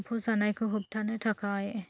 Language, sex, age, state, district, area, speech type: Bodo, female, 45-60, Assam, Chirang, rural, spontaneous